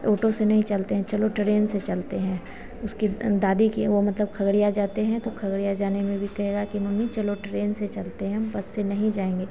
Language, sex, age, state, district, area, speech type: Hindi, female, 30-45, Bihar, Begusarai, rural, spontaneous